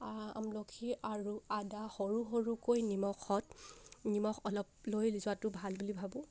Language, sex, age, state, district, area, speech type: Assamese, female, 18-30, Assam, Sivasagar, rural, spontaneous